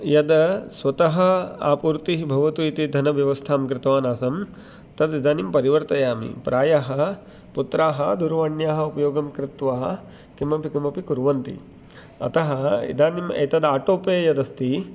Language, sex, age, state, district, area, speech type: Sanskrit, male, 45-60, Madhya Pradesh, Indore, rural, spontaneous